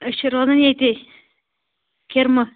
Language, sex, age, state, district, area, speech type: Kashmiri, female, 18-30, Jammu and Kashmir, Anantnag, rural, conversation